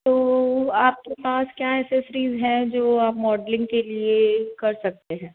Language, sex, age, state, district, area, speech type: Hindi, female, 60+, Rajasthan, Jodhpur, urban, conversation